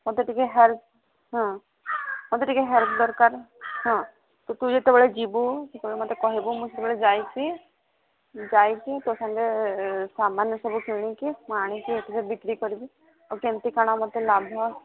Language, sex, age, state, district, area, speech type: Odia, female, 18-30, Odisha, Sambalpur, rural, conversation